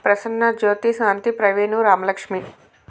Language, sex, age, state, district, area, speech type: Telugu, female, 30-45, Andhra Pradesh, Anakapalli, urban, spontaneous